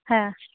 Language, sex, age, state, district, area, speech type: Bengali, female, 30-45, West Bengal, Hooghly, urban, conversation